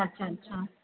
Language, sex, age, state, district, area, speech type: Sindhi, female, 45-60, Uttar Pradesh, Lucknow, rural, conversation